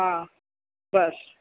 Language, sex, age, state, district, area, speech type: Sindhi, female, 60+, Uttar Pradesh, Lucknow, rural, conversation